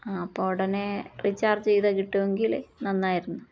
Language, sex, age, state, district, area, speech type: Malayalam, female, 30-45, Kerala, Palakkad, rural, spontaneous